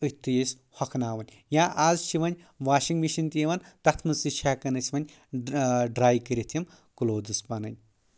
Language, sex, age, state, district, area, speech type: Kashmiri, male, 18-30, Jammu and Kashmir, Anantnag, rural, spontaneous